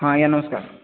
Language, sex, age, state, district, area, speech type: Odia, male, 18-30, Odisha, Subarnapur, urban, conversation